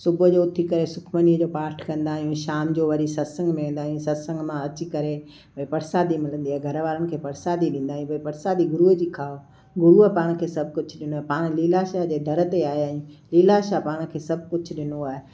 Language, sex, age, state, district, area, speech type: Sindhi, female, 60+, Gujarat, Kutch, rural, spontaneous